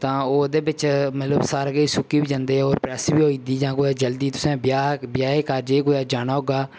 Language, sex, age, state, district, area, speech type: Dogri, male, 18-30, Jammu and Kashmir, Udhampur, rural, spontaneous